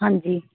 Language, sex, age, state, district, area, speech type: Punjabi, female, 30-45, Punjab, Patiala, urban, conversation